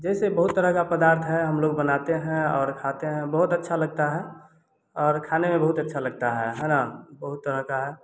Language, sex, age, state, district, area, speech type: Hindi, male, 18-30, Bihar, Samastipur, rural, spontaneous